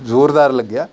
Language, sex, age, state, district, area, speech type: Punjabi, male, 45-60, Punjab, Amritsar, rural, spontaneous